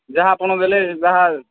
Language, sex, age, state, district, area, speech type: Odia, male, 18-30, Odisha, Sambalpur, rural, conversation